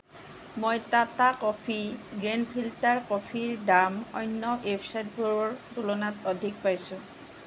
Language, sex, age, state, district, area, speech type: Assamese, female, 45-60, Assam, Nalbari, rural, read